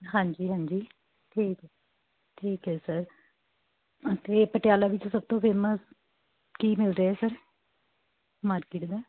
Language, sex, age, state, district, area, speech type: Punjabi, female, 30-45, Punjab, Patiala, urban, conversation